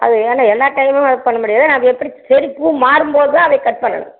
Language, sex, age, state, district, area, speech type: Tamil, female, 60+, Tamil Nadu, Erode, rural, conversation